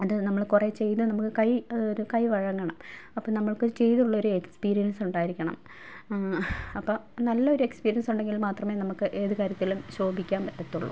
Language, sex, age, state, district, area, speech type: Malayalam, female, 30-45, Kerala, Ernakulam, rural, spontaneous